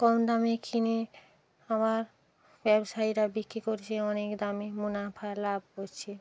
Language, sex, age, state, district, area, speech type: Bengali, female, 45-60, West Bengal, Hooghly, urban, spontaneous